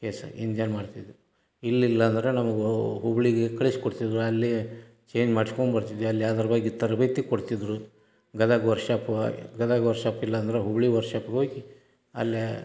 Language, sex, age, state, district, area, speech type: Kannada, male, 60+, Karnataka, Gadag, rural, spontaneous